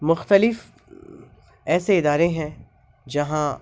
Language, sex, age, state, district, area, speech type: Urdu, male, 18-30, Delhi, North East Delhi, urban, spontaneous